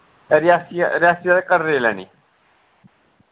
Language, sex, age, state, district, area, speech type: Dogri, male, 18-30, Jammu and Kashmir, Reasi, rural, conversation